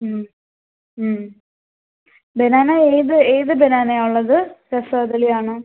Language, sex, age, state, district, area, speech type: Malayalam, female, 18-30, Kerala, Thiruvananthapuram, urban, conversation